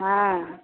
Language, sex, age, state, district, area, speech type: Maithili, female, 45-60, Bihar, Begusarai, rural, conversation